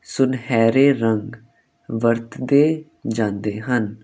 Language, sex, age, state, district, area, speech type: Punjabi, male, 18-30, Punjab, Kapurthala, urban, spontaneous